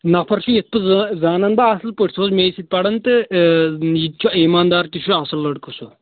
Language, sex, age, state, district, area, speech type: Kashmiri, male, 30-45, Jammu and Kashmir, Anantnag, rural, conversation